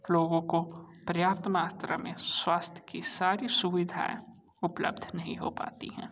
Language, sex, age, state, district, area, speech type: Hindi, male, 18-30, Uttar Pradesh, Sonbhadra, rural, spontaneous